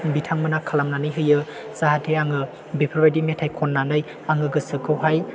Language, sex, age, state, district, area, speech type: Bodo, male, 18-30, Assam, Chirang, urban, spontaneous